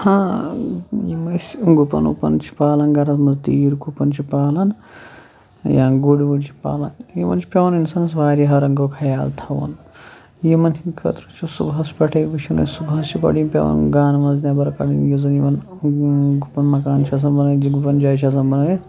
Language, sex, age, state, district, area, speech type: Kashmiri, male, 30-45, Jammu and Kashmir, Shopian, rural, spontaneous